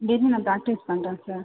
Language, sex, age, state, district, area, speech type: Tamil, female, 18-30, Tamil Nadu, Viluppuram, urban, conversation